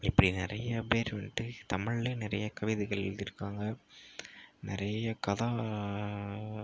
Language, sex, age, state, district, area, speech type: Tamil, male, 45-60, Tamil Nadu, Ariyalur, rural, spontaneous